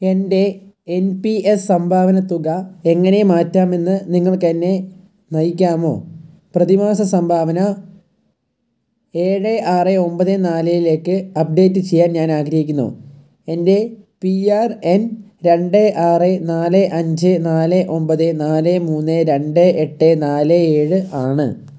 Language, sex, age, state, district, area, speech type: Malayalam, male, 18-30, Kerala, Wayanad, rural, read